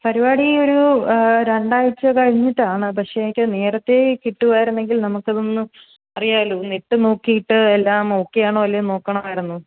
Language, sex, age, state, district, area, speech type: Malayalam, female, 18-30, Kerala, Pathanamthitta, rural, conversation